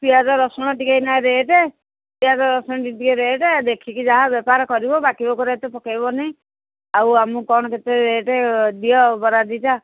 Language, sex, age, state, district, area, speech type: Odia, female, 60+, Odisha, Jharsuguda, rural, conversation